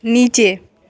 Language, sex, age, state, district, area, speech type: Hindi, female, 18-30, Bihar, Samastipur, rural, read